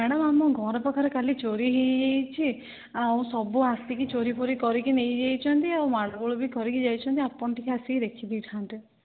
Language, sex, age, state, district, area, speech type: Odia, female, 30-45, Odisha, Bhadrak, rural, conversation